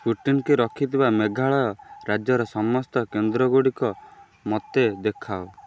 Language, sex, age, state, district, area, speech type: Odia, male, 18-30, Odisha, Kendrapara, urban, read